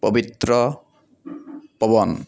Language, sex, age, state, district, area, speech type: Assamese, male, 18-30, Assam, Kamrup Metropolitan, urban, spontaneous